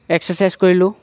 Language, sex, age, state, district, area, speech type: Assamese, male, 18-30, Assam, Lakhimpur, urban, spontaneous